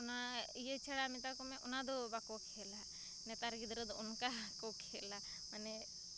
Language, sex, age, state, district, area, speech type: Santali, female, 30-45, Jharkhand, Seraikela Kharsawan, rural, spontaneous